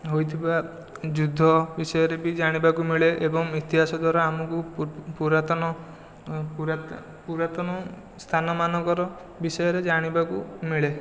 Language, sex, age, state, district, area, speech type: Odia, male, 18-30, Odisha, Khordha, rural, spontaneous